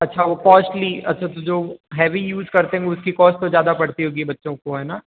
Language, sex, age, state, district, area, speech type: Hindi, male, 18-30, Rajasthan, Jodhpur, urban, conversation